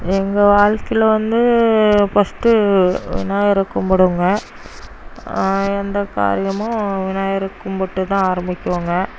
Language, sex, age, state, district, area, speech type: Tamil, female, 30-45, Tamil Nadu, Dharmapuri, rural, spontaneous